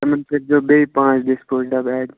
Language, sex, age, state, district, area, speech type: Kashmiri, male, 18-30, Jammu and Kashmir, Baramulla, rural, conversation